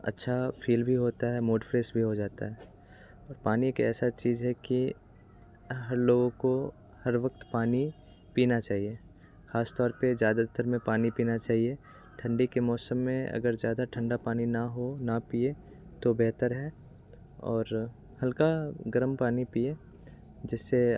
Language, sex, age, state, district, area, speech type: Hindi, male, 18-30, Bihar, Muzaffarpur, urban, spontaneous